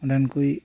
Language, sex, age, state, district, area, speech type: Santali, male, 30-45, West Bengal, Birbhum, rural, spontaneous